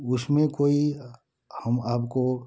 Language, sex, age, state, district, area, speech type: Hindi, male, 60+, Uttar Pradesh, Ghazipur, rural, spontaneous